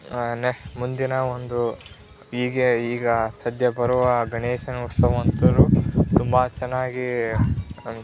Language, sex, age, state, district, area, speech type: Kannada, male, 18-30, Karnataka, Tumkur, rural, spontaneous